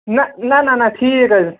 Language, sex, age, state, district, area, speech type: Kashmiri, male, 18-30, Jammu and Kashmir, Srinagar, urban, conversation